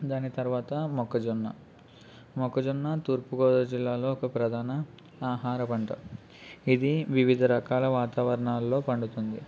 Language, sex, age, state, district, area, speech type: Telugu, male, 18-30, Andhra Pradesh, East Godavari, rural, spontaneous